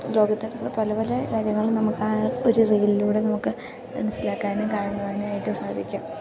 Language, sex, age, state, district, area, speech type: Malayalam, female, 18-30, Kerala, Idukki, rural, spontaneous